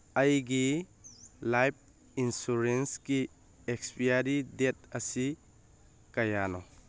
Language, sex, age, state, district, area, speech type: Manipuri, male, 45-60, Manipur, Churachandpur, rural, read